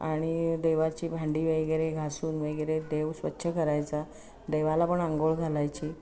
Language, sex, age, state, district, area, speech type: Marathi, female, 45-60, Maharashtra, Ratnagiri, rural, spontaneous